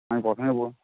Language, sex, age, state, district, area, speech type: Bengali, male, 18-30, West Bengal, Paschim Medinipur, rural, conversation